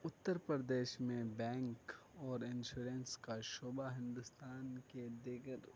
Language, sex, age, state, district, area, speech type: Urdu, male, 18-30, Uttar Pradesh, Gautam Buddha Nagar, urban, spontaneous